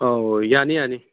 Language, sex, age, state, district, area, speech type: Manipuri, male, 30-45, Manipur, Kangpokpi, urban, conversation